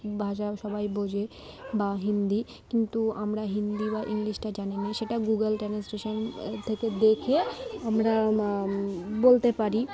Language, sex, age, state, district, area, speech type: Bengali, female, 18-30, West Bengal, Darjeeling, urban, spontaneous